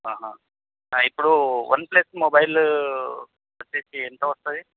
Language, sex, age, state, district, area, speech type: Telugu, male, 30-45, Telangana, Khammam, urban, conversation